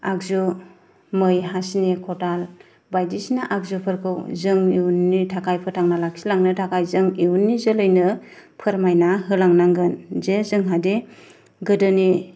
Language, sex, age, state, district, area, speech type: Bodo, female, 30-45, Assam, Kokrajhar, rural, spontaneous